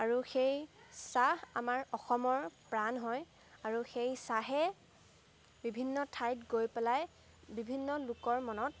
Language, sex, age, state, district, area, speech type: Assamese, female, 18-30, Assam, Majuli, urban, spontaneous